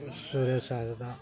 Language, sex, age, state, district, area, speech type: Santali, male, 60+, West Bengal, Dakshin Dinajpur, rural, spontaneous